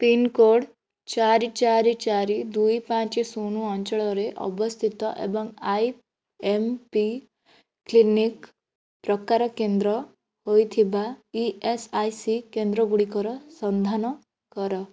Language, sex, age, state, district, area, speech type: Odia, female, 18-30, Odisha, Bhadrak, rural, read